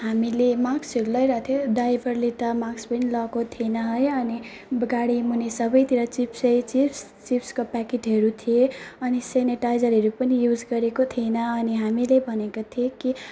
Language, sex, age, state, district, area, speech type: Nepali, female, 30-45, West Bengal, Alipurduar, urban, spontaneous